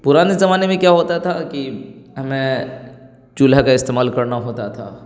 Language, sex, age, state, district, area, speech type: Urdu, male, 30-45, Bihar, Darbhanga, rural, spontaneous